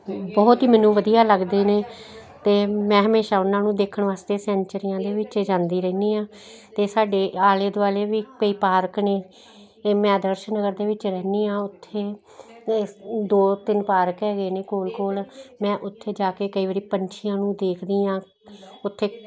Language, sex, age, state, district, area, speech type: Punjabi, female, 60+, Punjab, Jalandhar, urban, spontaneous